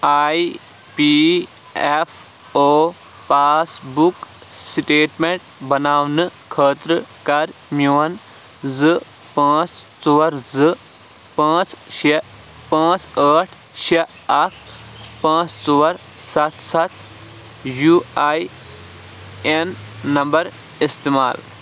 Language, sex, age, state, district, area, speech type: Kashmiri, male, 18-30, Jammu and Kashmir, Shopian, rural, read